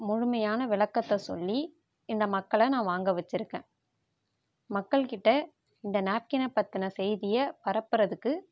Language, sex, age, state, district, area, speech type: Tamil, female, 45-60, Tamil Nadu, Tiruvarur, rural, spontaneous